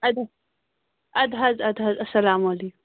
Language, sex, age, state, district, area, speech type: Kashmiri, female, 18-30, Jammu and Kashmir, Pulwama, rural, conversation